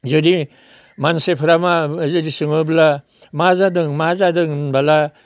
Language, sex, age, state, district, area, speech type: Bodo, male, 60+, Assam, Udalguri, rural, spontaneous